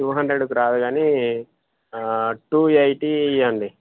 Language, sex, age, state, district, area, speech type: Telugu, male, 18-30, Telangana, Jangaon, rural, conversation